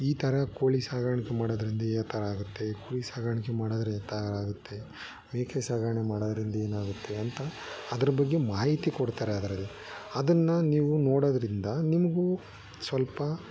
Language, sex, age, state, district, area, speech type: Kannada, male, 30-45, Karnataka, Bangalore Urban, urban, spontaneous